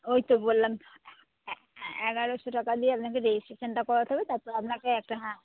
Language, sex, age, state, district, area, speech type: Bengali, female, 60+, West Bengal, Howrah, urban, conversation